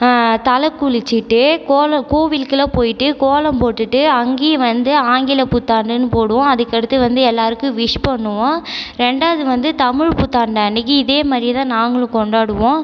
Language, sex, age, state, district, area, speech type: Tamil, female, 18-30, Tamil Nadu, Cuddalore, rural, spontaneous